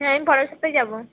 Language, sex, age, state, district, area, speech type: Bengali, female, 60+, West Bengal, Purba Bardhaman, rural, conversation